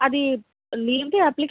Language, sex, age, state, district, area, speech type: Telugu, female, 18-30, Andhra Pradesh, Alluri Sitarama Raju, rural, conversation